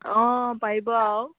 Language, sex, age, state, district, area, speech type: Assamese, female, 18-30, Assam, Dhemaji, rural, conversation